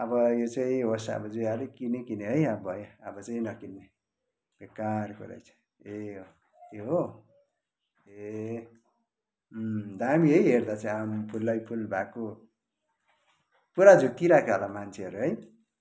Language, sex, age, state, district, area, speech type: Nepali, male, 45-60, West Bengal, Kalimpong, rural, spontaneous